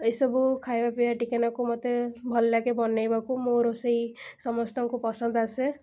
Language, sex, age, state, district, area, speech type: Odia, female, 18-30, Odisha, Cuttack, urban, spontaneous